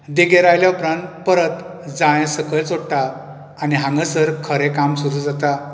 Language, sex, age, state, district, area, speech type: Goan Konkani, male, 45-60, Goa, Bardez, rural, spontaneous